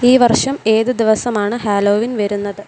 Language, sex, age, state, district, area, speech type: Malayalam, female, 18-30, Kerala, Pathanamthitta, rural, read